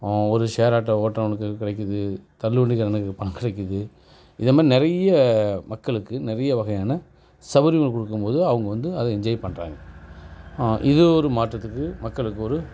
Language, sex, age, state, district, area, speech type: Tamil, male, 45-60, Tamil Nadu, Perambalur, rural, spontaneous